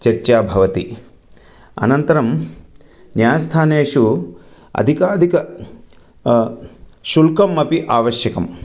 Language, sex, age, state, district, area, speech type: Sanskrit, male, 45-60, Andhra Pradesh, Krishna, urban, spontaneous